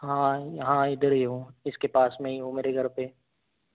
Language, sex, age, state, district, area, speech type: Hindi, male, 30-45, Rajasthan, Karauli, rural, conversation